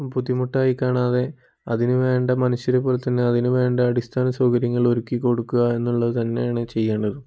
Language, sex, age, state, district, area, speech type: Malayalam, male, 18-30, Kerala, Wayanad, rural, spontaneous